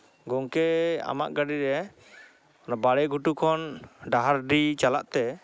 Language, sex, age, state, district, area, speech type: Santali, male, 30-45, West Bengal, Jhargram, rural, spontaneous